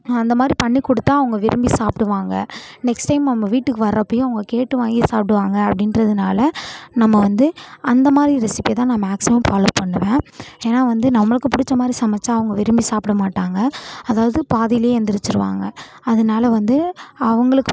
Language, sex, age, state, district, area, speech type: Tamil, female, 18-30, Tamil Nadu, Namakkal, rural, spontaneous